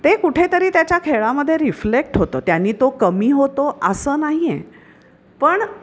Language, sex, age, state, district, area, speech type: Marathi, female, 45-60, Maharashtra, Pune, urban, spontaneous